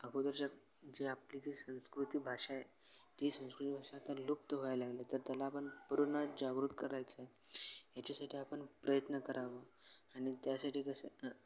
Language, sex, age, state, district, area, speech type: Marathi, male, 18-30, Maharashtra, Sangli, rural, spontaneous